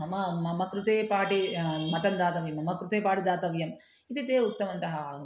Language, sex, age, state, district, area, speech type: Sanskrit, female, 30-45, Telangana, Ranga Reddy, urban, spontaneous